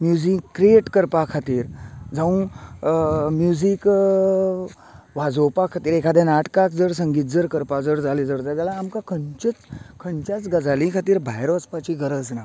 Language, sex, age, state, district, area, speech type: Goan Konkani, male, 45-60, Goa, Canacona, rural, spontaneous